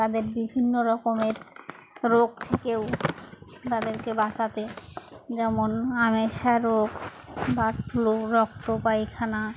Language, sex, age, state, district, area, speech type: Bengali, female, 18-30, West Bengal, Birbhum, urban, spontaneous